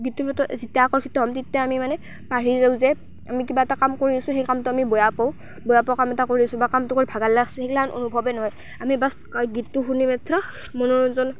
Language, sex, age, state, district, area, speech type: Assamese, female, 18-30, Assam, Barpeta, rural, spontaneous